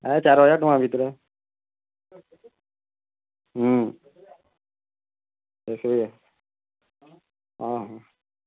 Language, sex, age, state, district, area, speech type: Odia, male, 30-45, Odisha, Bargarh, urban, conversation